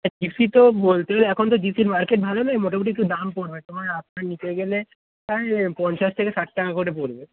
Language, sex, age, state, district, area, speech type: Bengali, male, 18-30, West Bengal, Darjeeling, rural, conversation